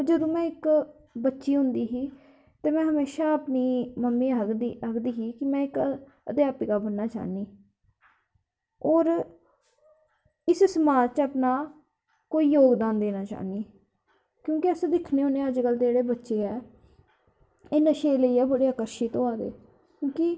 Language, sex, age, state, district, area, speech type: Dogri, female, 18-30, Jammu and Kashmir, Kathua, rural, spontaneous